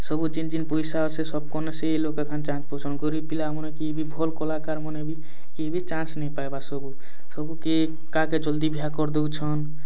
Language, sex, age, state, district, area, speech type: Odia, male, 18-30, Odisha, Kalahandi, rural, spontaneous